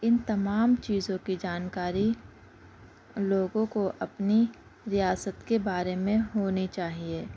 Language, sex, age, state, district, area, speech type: Urdu, female, 18-30, Delhi, Central Delhi, urban, spontaneous